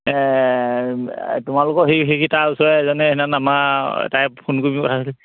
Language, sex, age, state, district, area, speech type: Assamese, male, 45-60, Assam, Dhemaji, urban, conversation